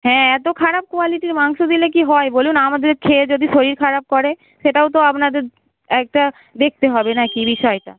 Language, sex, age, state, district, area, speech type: Bengali, female, 18-30, West Bengal, North 24 Parganas, urban, conversation